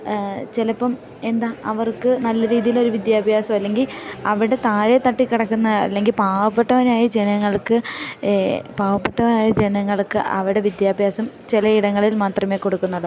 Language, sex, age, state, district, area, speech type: Malayalam, female, 18-30, Kerala, Idukki, rural, spontaneous